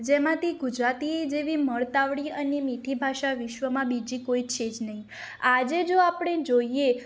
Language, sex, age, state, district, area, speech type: Gujarati, female, 45-60, Gujarat, Mehsana, rural, spontaneous